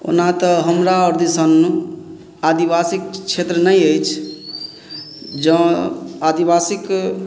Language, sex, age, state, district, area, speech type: Maithili, male, 30-45, Bihar, Madhubani, rural, spontaneous